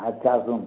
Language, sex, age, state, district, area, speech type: Bengali, male, 60+, West Bengal, Uttar Dinajpur, rural, conversation